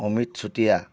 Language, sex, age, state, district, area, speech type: Assamese, male, 60+, Assam, Charaideo, urban, spontaneous